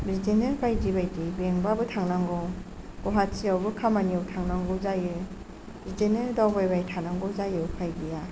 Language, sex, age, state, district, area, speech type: Bodo, female, 45-60, Assam, Kokrajhar, urban, spontaneous